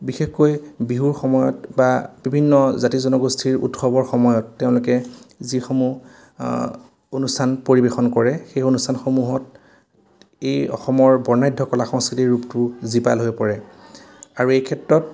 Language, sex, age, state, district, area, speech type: Assamese, male, 30-45, Assam, Majuli, urban, spontaneous